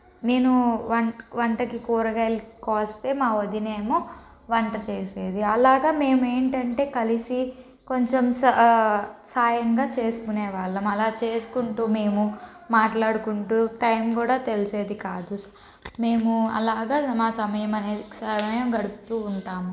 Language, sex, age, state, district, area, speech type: Telugu, female, 30-45, Andhra Pradesh, Palnadu, urban, spontaneous